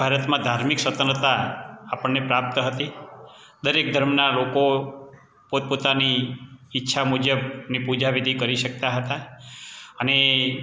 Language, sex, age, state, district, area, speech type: Gujarati, male, 45-60, Gujarat, Amreli, rural, spontaneous